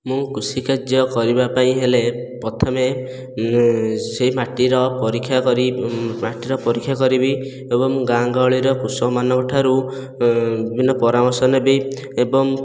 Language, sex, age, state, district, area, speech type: Odia, male, 18-30, Odisha, Khordha, rural, spontaneous